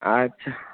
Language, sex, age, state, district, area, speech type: Assamese, male, 18-30, Assam, Kamrup Metropolitan, urban, conversation